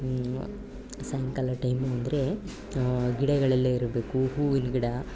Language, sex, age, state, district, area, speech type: Kannada, female, 18-30, Karnataka, Chamarajanagar, rural, spontaneous